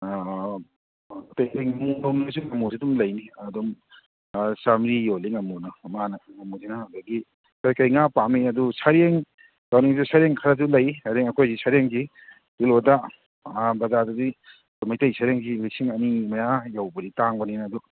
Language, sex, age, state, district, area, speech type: Manipuri, male, 60+, Manipur, Thoubal, rural, conversation